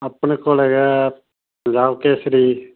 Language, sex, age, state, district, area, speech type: Punjabi, male, 45-60, Punjab, Fazilka, rural, conversation